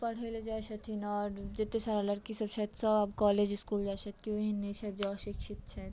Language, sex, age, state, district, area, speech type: Maithili, female, 18-30, Bihar, Madhubani, rural, spontaneous